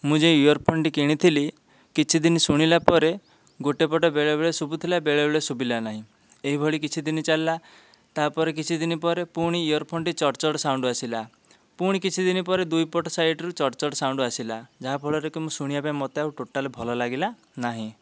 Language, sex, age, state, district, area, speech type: Odia, male, 30-45, Odisha, Dhenkanal, rural, spontaneous